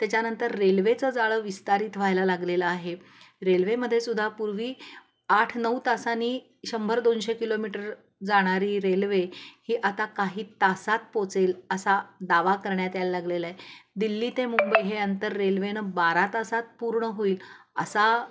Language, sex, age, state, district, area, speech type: Marathi, female, 45-60, Maharashtra, Kolhapur, urban, spontaneous